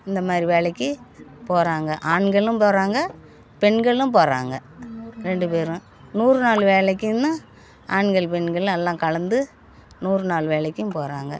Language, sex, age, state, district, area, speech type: Tamil, female, 60+, Tamil Nadu, Perambalur, rural, spontaneous